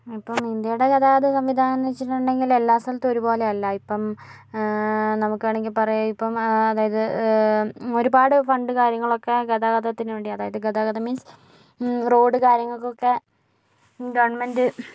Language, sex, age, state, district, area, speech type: Malayalam, other, 45-60, Kerala, Kozhikode, urban, spontaneous